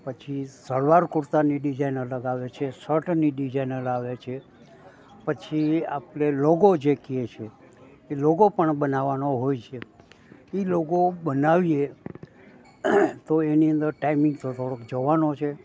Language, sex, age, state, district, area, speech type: Gujarati, male, 60+, Gujarat, Rajkot, urban, spontaneous